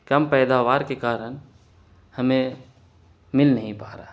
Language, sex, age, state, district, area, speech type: Urdu, male, 18-30, Bihar, Gaya, urban, spontaneous